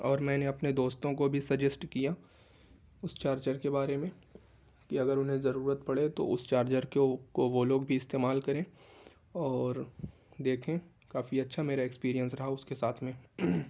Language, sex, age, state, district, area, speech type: Urdu, male, 18-30, Uttar Pradesh, Ghaziabad, urban, spontaneous